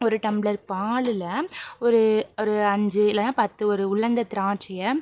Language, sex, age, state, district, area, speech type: Tamil, female, 30-45, Tamil Nadu, Pudukkottai, urban, spontaneous